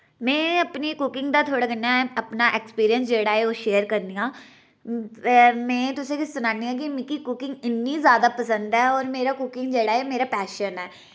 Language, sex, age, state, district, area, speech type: Dogri, female, 18-30, Jammu and Kashmir, Udhampur, rural, spontaneous